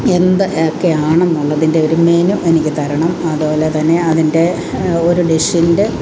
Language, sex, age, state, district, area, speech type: Malayalam, female, 45-60, Kerala, Alappuzha, rural, spontaneous